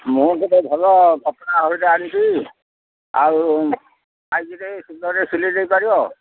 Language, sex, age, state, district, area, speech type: Odia, male, 60+, Odisha, Gajapati, rural, conversation